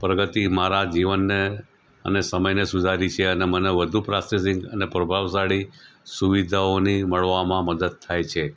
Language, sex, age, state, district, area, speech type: Gujarati, male, 45-60, Gujarat, Anand, rural, spontaneous